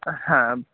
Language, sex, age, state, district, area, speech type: Bengali, male, 18-30, West Bengal, Murshidabad, urban, conversation